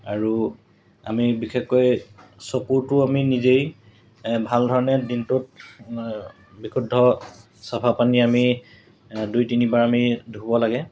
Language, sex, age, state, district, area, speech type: Assamese, male, 45-60, Assam, Golaghat, urban, spontaneous